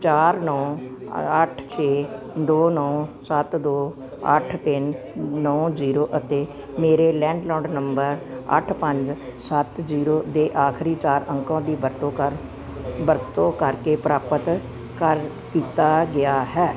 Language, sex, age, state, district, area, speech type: Punjabi, female, 60+, Punjab, Gurdaspur, urban, read